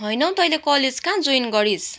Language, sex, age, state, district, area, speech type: Nepali, female, 18-30, West Bengal, Kalimpong, rural, spontaneous